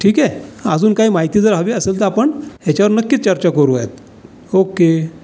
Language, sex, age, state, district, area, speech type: Marathi, male, 60+, Maharashtra, Raigad, urban, spontaneous